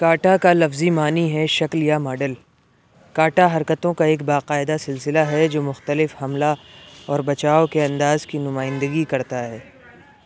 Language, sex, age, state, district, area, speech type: Urdu, male, 30-45, Uttar Pradesh, Aligarh, rural, read